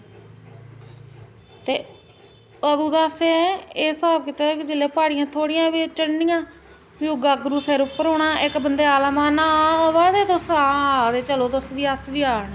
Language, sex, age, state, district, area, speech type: Dogri, female, 30-45, Jammu and Kashmir, Jammu, urban, spontaneous